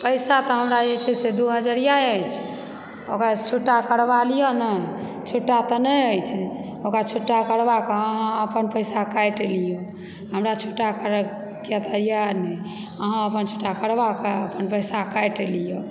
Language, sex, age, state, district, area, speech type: Maithili, female, 30-45, Bihar, Supaul, urban, spontaneous